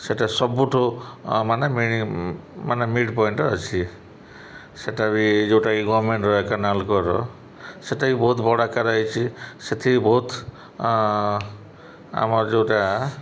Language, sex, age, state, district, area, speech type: Odia, male, 30-45, Odisha, Subarnapur, urban, spontaneous